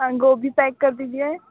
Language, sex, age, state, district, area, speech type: Hindi, female, 45-60, Uttar Pradesh, Sonbhadra, rural, conversation